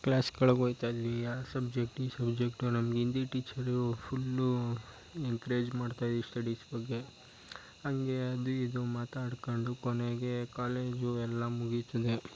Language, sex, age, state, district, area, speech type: Kannada, male, 18-30, Karnataka, Mysore, rural, spontaneous